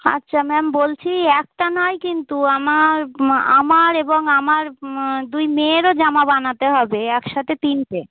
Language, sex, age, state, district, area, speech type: Bengali, female, 30-45, West Bengal, Dakshin Dinajpur, urban, conversation